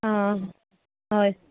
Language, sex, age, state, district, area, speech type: Goan Konkani, female, 18-30, Goa, Canacona, rural, conversation